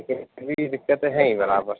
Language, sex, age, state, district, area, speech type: Urdu, male, 30-45, Uttar Pradesh, Rampur, urban, conversation